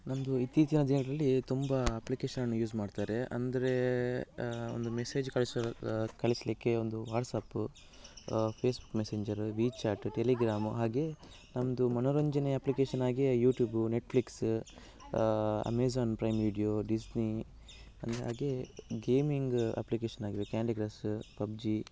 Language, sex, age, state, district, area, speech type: Kannada, male, 30-45, Karnataka, Dakshina Kannada, rural, spontaneous